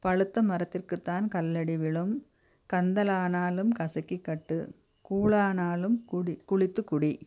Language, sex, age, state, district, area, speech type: Tamil, female, 45-60, Tamil Nadu, Coimbatore, urban, spontaneous